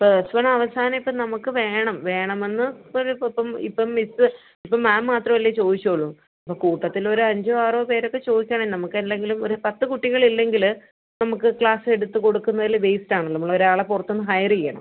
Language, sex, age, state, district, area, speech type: Malayalam, female, 30-45, Kerala, Idukki, rural, conversation